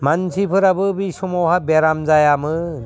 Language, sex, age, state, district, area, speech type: Bodo, male, 60+, Assam, Udalguri, rural, spontaneous